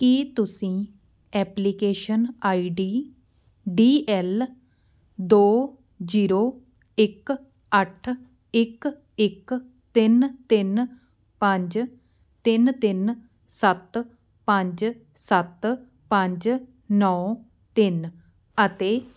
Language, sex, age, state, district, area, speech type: Punjabi, female, 30-45, Punjab, Patiala, rural, read